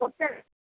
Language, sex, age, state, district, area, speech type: Odia, female, 45-60, Odisha, Sundergarh, rural, conversation